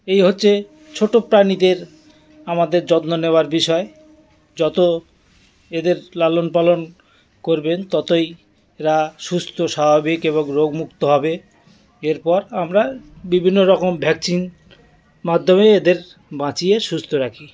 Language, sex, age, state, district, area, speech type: Bengali, male, 60+, West Bengal, South 24 Parganas, rural, spontaneous